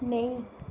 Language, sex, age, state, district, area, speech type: Dogri, female, 30-45, Jammu and Kashmir, Reasi, rural, read